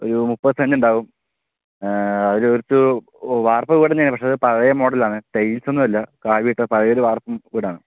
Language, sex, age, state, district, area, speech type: Malayalam, male, 30-45, Kerala, Palakkad, rural, conversation